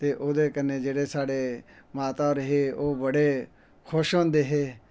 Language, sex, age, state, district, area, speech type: Dogri, male, 45-60, Jammu and Kashmir, Samba, rural, spontaneous